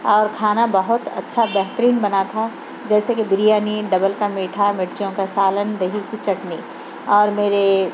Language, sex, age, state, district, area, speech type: Urdu, female, 45-60, Telangana, Hyderabad, urban, spontaneous